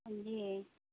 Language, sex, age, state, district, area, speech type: Maithili, female, 45-60, Bihar, Sitamarhi, rural, conversation